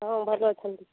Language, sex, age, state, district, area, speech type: Odia, female, 30-45, Odisha, Sambalpur, rural, conversation